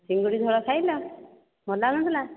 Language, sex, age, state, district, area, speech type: Odia, female, 30-45, Odisha, Dhenkanal, rural, conversation